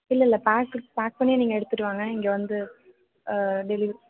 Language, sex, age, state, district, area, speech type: Tamil, female, 18-30, Tamil Nadu, Perambalur, rural, conversation